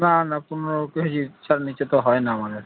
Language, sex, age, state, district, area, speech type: Bengali, male, 30-45, West Bengal, Kolkata, urban, conversation